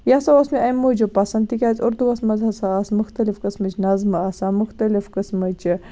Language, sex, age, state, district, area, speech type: Kashmiri, female, 18-30, Jammu and Kashmir, Baramulla, rural, spontaneous